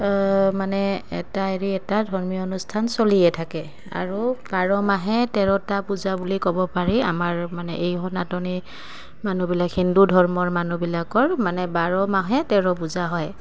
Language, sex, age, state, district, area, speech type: Assamese, female, 30-45, Assam, Goalpara, urban, spontaneous